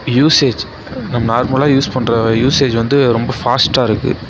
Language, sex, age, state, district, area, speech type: Tamil, male, 18-30, Tamil Nadu, Mayiladuthurai, rural, spontaneous